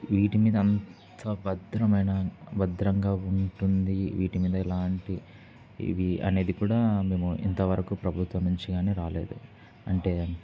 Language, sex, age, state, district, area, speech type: Telugu, male, 18-30, Andhra Pradesh, Kurnool, urban, spontaneous